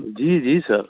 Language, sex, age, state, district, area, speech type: Hindi, male, 30-45, Bihar, Samastipur, urban, conversation